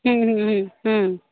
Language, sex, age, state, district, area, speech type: Bengali, female, 30-45, West Bengal, Hooghly, urban, conversation